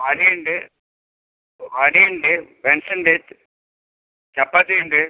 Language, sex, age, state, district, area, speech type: Malayalam, male, 60+, Kerala, Kasaragod, rural, conversation